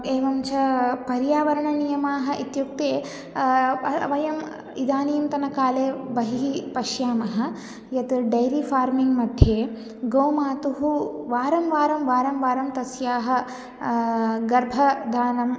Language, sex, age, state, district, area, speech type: Sanskrit, female, 18-30, Telangana, Ranga Reddy, urban, spontaneous